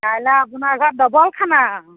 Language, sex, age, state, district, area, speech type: Assamese, female, 45-60, Assam, Majuli, urban, conversation